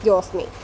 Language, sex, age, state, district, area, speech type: Malayalam, female, 30-45, Kerala, Kollam, rural, spontaneous